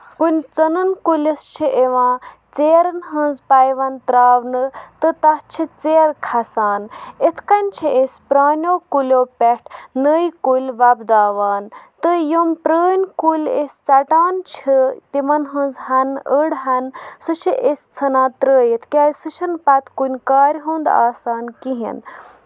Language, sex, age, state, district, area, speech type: Kashmiri, female, 45-60, Jammu and Kashmir, Bandipora, rural, spontaneous